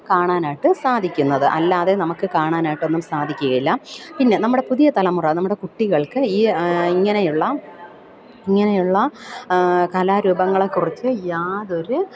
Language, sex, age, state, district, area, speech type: Malayalam, female, 30-45, Kerala, Thiruvananthapuram, urban, spontaneous